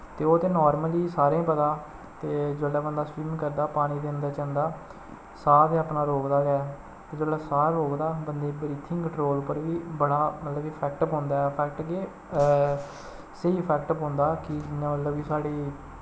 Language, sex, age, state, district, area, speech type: Dogri, male, 18-30, Jammu and Kashmir, Samba, rural, spontaneous